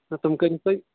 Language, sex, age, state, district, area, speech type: Kashmiri, male, 18-30, Jammu and Kashmir, Shopian, rural, conversation